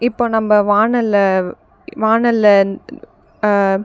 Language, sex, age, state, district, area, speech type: Tamil, female, 45-60, Tamil Nadu, Viluppuram, urban, spontaneous